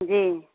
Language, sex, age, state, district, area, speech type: Hindi, female, 30-45, Bihar, Samastipur, urban, conversation